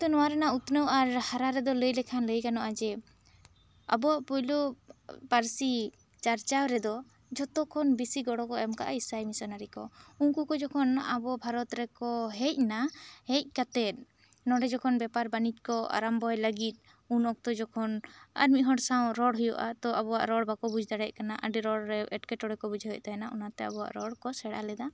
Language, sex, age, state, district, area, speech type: Santali, female, 18-30, West Bengal, Bankura, rural, spontaneous